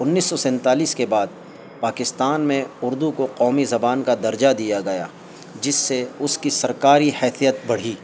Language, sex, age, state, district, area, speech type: Urdu, male, 45-60, Delhi, North East Delhi, urban, spontaneous